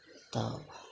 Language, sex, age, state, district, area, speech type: Maithili, female, 45-60, Bihar, Araria, rural, spontaneous